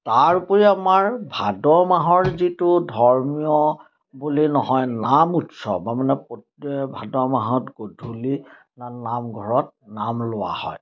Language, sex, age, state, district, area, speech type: Assamese, male, 60+, Assam, Majuli, urban, spontaneous